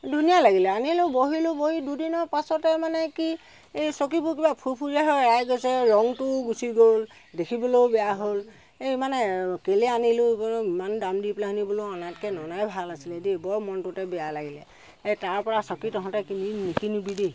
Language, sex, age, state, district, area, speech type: Assamese, female, 60+, Assam, Sivasagar, rural, spontaneous